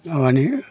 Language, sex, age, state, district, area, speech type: Bodo, male, 60+, Assam, Chirang, urban, spontaneous